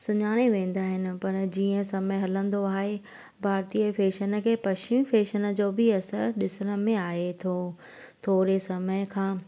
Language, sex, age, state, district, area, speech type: Sindhi, female, 30-45, Gujarat, Junagadh, rural, spontaneous